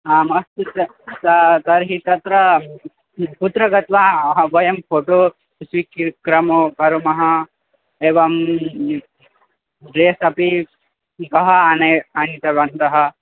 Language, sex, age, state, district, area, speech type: Sanskrit, male, 18-30, Assam, Tinsukia, rural, conversation